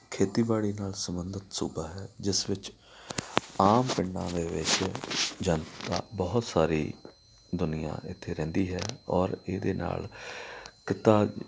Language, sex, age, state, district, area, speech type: Punjabi, male, 45-60, Punjab, Amritsar, urban, spontaneous